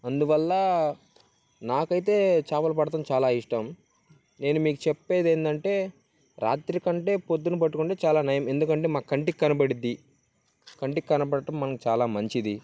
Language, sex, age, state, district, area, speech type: Telugu, male, 18-30, Andhra Pradesh, Bapatla, urban, spontaneous